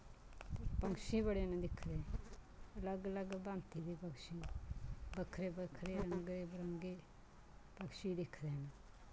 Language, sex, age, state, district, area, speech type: Dogri, female, 45-60, Jammu and Kashmir, Kathua, rural, spontaneous